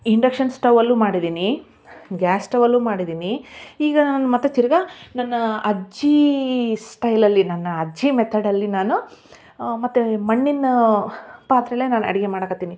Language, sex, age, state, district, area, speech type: Kannada, female, 30-45, Karnataka, Koppal, rural, spontaneous